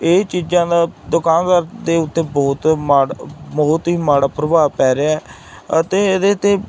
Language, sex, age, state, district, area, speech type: Punjabi, male, 18-30, Punjab, Mansa, urban, spontaneous